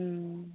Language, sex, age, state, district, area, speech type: Assamese, female, 60+, Assam, Darrang, rural, conversation